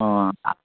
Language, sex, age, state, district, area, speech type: Odia, male, 18-30, Odisha, Ganjam, urban, conversation